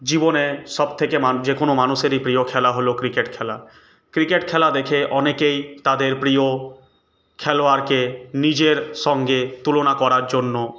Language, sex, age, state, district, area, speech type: Bengali, male, 18-30, West Bengal, Purulia, urban, spontaneous